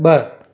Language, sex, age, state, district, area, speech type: Sindhi, male, 30-45, Gujarat, Surat, urban, read